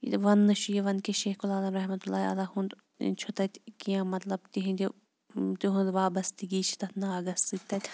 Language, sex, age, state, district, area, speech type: Kashmiri, female, 30-45, Jammu and Kashmir, Kulgam, rural, spontaneous